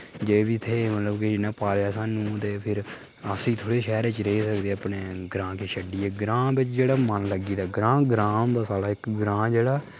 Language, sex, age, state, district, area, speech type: Dogri, male, 30-45, Jammu and Kashmir, Udhampur, rural, spontaneous